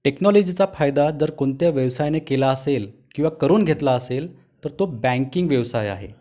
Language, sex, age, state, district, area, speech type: Marathi, male, 30-45, Maharashtra, Wardha, urban, spontaneous